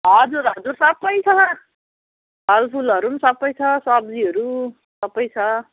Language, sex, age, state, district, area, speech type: Nepali, female, 45-60, West Bengal, Jalpaiguri, urban, conversation